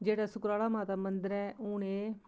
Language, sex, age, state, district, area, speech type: Dogri, female, 45-60, Jammu and Kashmir, Kathua, rural, spontaneous